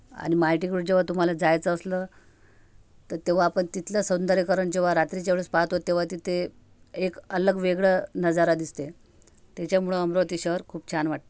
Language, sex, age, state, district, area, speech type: Marathi, female, 30-45, Maharashtra, Amravati, urban, spontaneous